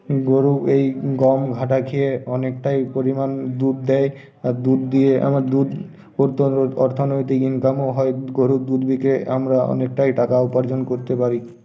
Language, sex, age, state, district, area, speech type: Bengali, male, 18-30, West Bengal, Uttar Dinajpur, urban, spontaneous